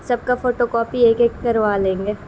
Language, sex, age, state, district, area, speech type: Urdu, female, 18-30, Bihar, Gaya, urban, spontaneous